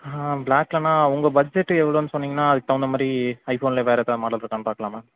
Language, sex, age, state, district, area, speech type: Tamil, male, 18-30, Tamil Nadu, Mayiladuthurai, rural, conversation